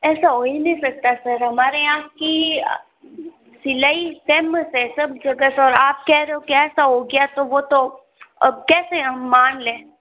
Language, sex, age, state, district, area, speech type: Hindi, female, 45-60, Rajasthan, Jodhpur, urban, conversation